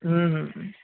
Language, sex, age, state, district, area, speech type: Bengali, male, 18-30, West Bengal, Darjeeling, rural, conversation